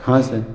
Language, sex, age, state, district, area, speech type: Urdu, male, 30-45, Uttar Pradesh, Muzaffarnagar, urban, spontaneous